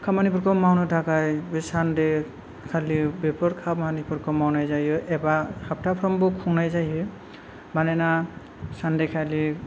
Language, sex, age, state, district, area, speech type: Bodo, male, 18-30, Assam, Kokrajhar, rural, spontaneous